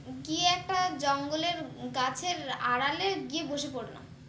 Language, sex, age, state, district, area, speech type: Bengali, female, 18-30, West Bengal, Dakshin Dinajpur, urban, spontaneous